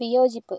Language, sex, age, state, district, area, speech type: Malayalam, female, 18-30, Kerala, Kozhikode, urban, read